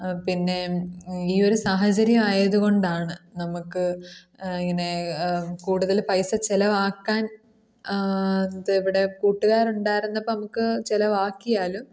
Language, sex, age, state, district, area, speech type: Malayalam, female, 18-30, Kerala, Kottayam, rural, spontaneous